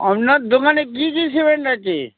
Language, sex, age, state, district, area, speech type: Bengali, male, 60+, West Bengal, Hooghly, rural, conversation